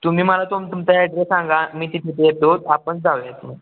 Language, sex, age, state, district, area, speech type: Marathi, male, 18-30, Maharashtra, Satara, urban, conversation